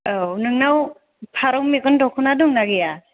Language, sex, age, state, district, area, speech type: Bodo, female, 18-30, Assam, Kokrajhar, rural, conversation